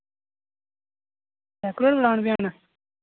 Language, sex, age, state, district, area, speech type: Dogri, male, 18-30, Jammu and Kashmir, Reasi, rural, conversation